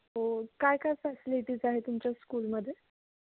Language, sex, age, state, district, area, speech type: Marathi, female, 18-30, Maharashtra, Nagpur, urban, conversation